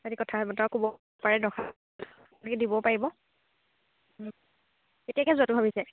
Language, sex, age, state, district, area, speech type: Assamese, female, 18-30, Assam, Jorhat, urban, conversation